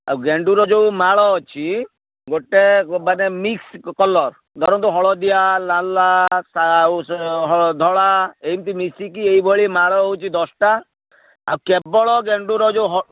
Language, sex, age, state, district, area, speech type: Odia, male, 30-45, Odisha, Bhadrak, rural, conversation